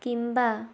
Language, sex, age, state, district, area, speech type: Odia, female, 18-30, Odisha, Balasore, rural, read